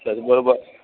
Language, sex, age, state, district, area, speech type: Gujarati, male, 45-60, Gujarat, Valsad, rural, conversation